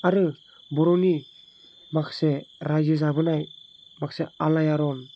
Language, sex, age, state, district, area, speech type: Bodo, male, 18-30, Assam, Chirang, urban, spontaneous